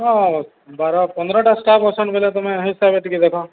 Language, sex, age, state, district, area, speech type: Odia, male, 45-60, Odisha, Nuapada, urban, conversation